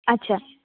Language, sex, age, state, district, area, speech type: Assamese, female, 18-30, Assam, Darrang, rural, conversation